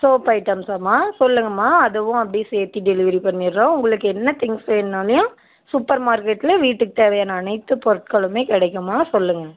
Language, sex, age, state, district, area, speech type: Tamil, female, 18-30, Tamil Nadu, Dharmapuri, rural, conversation